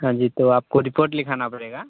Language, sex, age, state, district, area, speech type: Hindi, male, 18-30, Bihar, Muzaffarpur, rural, conversation